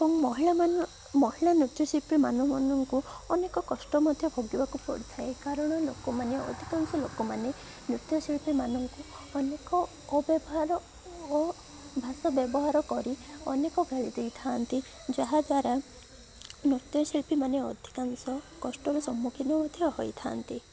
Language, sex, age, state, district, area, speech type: Odia, male, 18-30, Odisha, Koraput, urban, spontaneous